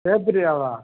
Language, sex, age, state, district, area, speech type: Tamil, male, 60+, Tamil Nadu, Cuddalore, rural, conversation